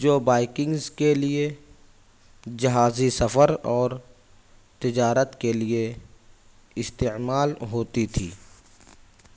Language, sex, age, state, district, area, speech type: Urdu, male, 18-30, Maharashtra, Nashik, urban, spontaneous